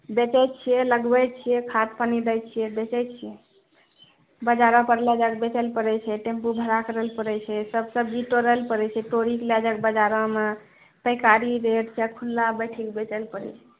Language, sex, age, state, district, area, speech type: Maithili, female, 60+, Bihar, Purnia, rural, conversation